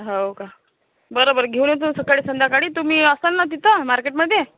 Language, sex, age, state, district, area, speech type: Marathi, female, 18-30, Maharashtra, Washim, rural, conversation